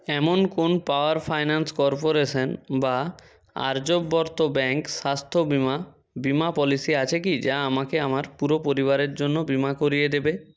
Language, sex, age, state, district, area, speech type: Bengali, male, 60+, West Bengal, Nadia, rural, read